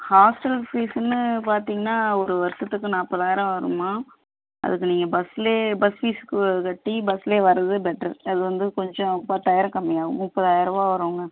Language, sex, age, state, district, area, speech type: Tamil, female, 45-60, Tamil Nadu, Ariyalur, rural, conversation